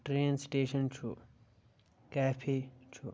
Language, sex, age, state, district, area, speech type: Kashmiri, male, 18-30, Jammu and Kashmir, Kulgam, urban, spontaneous